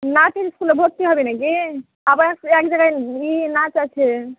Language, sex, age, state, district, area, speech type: Bengali, female, 18-30, West Bengal, Murshidabad, rural, conversation